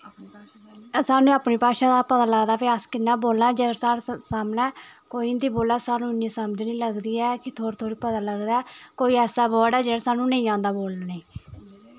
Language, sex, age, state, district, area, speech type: Dogri, female, 30-45, Jammu and Kashmir, Samba, urban, spontaneous